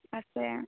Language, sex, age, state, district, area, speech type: Assamese, female, 18-30, Assam, Goalpara, rural, conversation